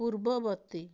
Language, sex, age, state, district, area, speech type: Odia, female, 60+, Odisha, Ganjam, urban, read